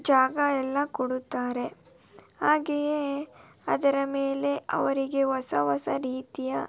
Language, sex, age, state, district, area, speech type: Kannada, female, 18-30, Karnataka, Tumkur, urban, spontaneous